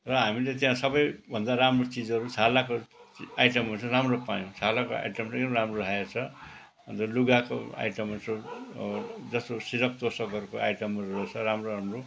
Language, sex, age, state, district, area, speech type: Nepali, male, 60+, West Bengal, Kalimpong, rural, spontaneous